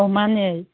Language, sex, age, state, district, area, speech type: Manipuri, female, 18-30, Manipur, Chandel, rural, conversation